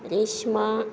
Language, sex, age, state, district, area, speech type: Goan Konkani, female, 45-60, Goa, Quepem, rural, spontaneous